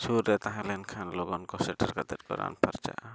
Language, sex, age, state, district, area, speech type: Santali, male, 30-45, Jharkhand, East Singhbhum, rural, spontaneous